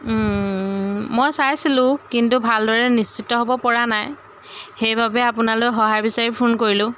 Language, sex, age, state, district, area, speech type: Assamese, female, 45-60, Assam, Jorhat, urban, spontaneous